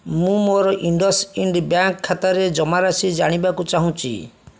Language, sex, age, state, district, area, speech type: Odia, male, 60+, Odisha, Jajpur, rural, read